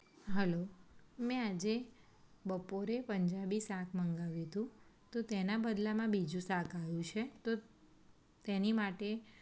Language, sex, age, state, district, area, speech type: Gujarati, female, 30-45, Gujarat, Anand, urban, spontaneous